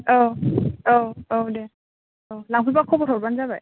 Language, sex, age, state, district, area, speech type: Bodo, female, 30-45, Assam, Chirang, urban, conversation